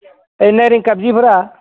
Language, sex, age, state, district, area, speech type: Bodo, male, 60+, Assam, Udalguri, rural, conversation